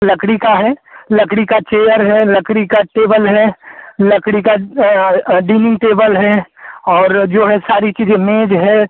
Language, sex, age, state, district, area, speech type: Hindi, male, 30-45, Uttar Pradesh, Jaunpur, rural, conversation